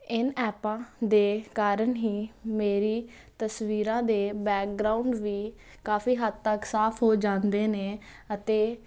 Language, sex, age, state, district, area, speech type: Punjabi, female, 18-30, Punjab, Jalandhar, urban, spontaneous